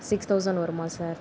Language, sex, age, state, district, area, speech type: Tamil, female, 18-30, Tamil Nadu, Mayiladuthurai, urban, spontaneous